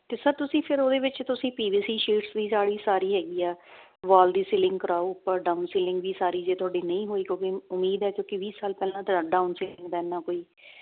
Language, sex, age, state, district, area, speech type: Punjabi, female, 45-60, Punjab, Fazilka, rural, conversation